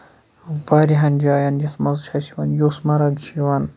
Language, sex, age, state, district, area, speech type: Kashmiri, male, 18-30, Jammu and Kashmir, Shopian, rural, spontaneous